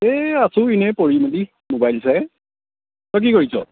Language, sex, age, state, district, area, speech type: Assamese, male, 18-30, Assam, Sivasagar, rural, conversation